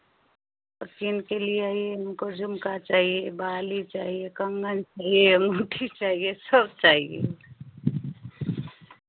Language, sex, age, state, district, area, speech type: Hindi, female, 45-60, Uttar Pradesh, Chandauli, rural, conversation